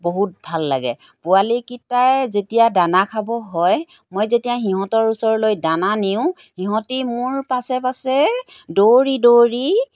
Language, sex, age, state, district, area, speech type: Assamese, female, 45-60, Assam, Golaghat, rural, spontaneous